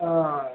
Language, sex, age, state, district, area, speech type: Malayalam, male, 18-30, Kerala, Kasaragod, rural, conversation